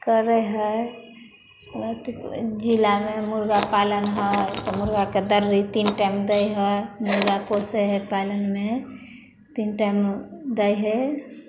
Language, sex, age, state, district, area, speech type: Maithili, female, 30-45, Bihar, Samastipur, urban, spontaneous